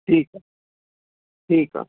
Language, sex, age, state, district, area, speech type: Sindhi, male, 18-30, Rajasthan, Ajmer, urban, conversation